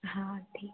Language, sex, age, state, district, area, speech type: Hindi, female, 18-30, Madhya Pradesh, Betul, urban, conversation